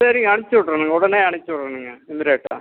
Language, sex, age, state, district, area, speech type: Tamil, male, 45-60, Tamil Nadu, Erode, rural, conversation